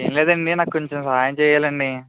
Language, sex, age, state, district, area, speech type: Telugu, male, 18-30, Andhra Pradesh, East Godavari, rural, conversation